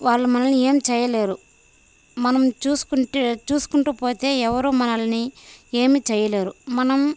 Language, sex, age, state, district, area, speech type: Telugu, female, 18-30, Andhra Pradesh, Sri Balaji, rural, spontaneous